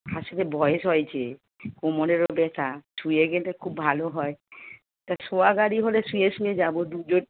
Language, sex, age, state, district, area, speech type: Bengali, female, 30-45, West Bengal, Darjeeling, rural, conversation